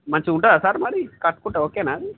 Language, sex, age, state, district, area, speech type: Telugu, male, 30-45, Andhra Pradesh, Visakhapatnam, rural, conversation